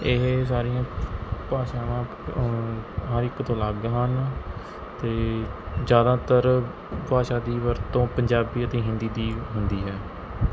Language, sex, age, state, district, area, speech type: Punjabi, male, 18-30, Punjab, Mohali, rural, spontaneous